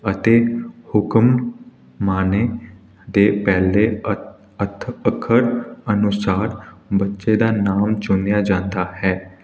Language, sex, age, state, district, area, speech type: Punjabi, male, 18-30, Punjab, Hoshiarpur, urban, spontaneous